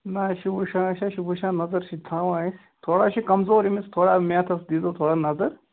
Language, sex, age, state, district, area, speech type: Kashmiri, male, 18-30, Jammu and Kashmir, Ganderbal, rural, conversation